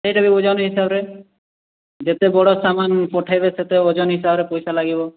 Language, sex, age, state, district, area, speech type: Odia, male, 18-30, Odisha, Boudh, rural, conversation